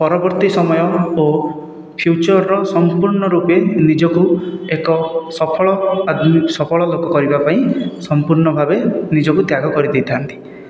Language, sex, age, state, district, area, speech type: Odia, male, 30-45, Odisha, Khordha, rural, spontaneous